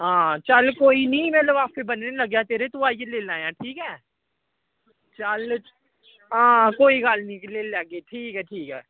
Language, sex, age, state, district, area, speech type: Dogri, male, 18-30, Jammu and Kashmir, Samba, rural, conversation